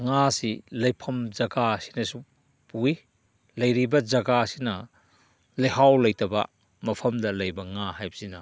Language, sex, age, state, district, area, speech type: Manipuri, male, 60+, Manipur, Chandel, rural, spontaneous